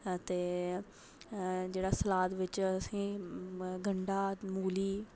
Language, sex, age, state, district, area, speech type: Dogri, female, 18-30, Jammu and Kashmir, Reasi, rural, spontaneous